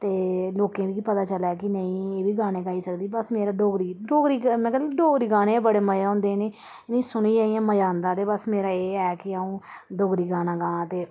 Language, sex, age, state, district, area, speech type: Dogri, female, 30-45, Jammu and Kashmir, Udhampur, urban, spontaneous